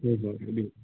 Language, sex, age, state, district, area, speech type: Manipuri, male, 30-45, Manipur, Kangpokpi, urban, conversation